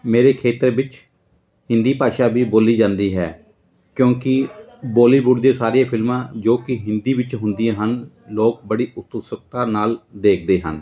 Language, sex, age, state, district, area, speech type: Punjabi, male, 45-60, Punjab, Fatehgarh Sahib, rural, spontaneous